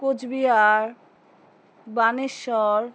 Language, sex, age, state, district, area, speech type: Bengali, female, 30-45, West Bengal, Alipurduar, rural, spontaneous